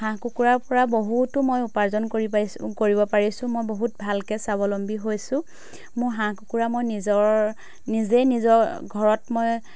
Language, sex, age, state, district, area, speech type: Assamese, female, 30-45, Assam, Majuli, urban, spontaneous